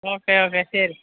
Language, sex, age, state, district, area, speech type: Malayalam, female, 45-60, Kerala, Kottayam, urban, conversation